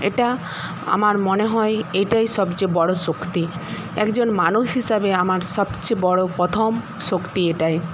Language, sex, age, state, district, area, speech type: Bengali, female, 60+, West Bengal, Paschim Medinipur, rural, spontaneous